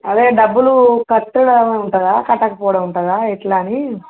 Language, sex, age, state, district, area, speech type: Telugu, female, 45-60, Andhra Pradesh, Visakhapatnam, urban, conversation